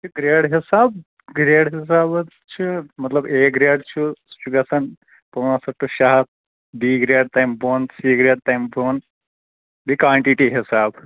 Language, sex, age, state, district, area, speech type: Kashmiri, male, 30-45, Jammu and Kashmir, Anantnag, rural, conversation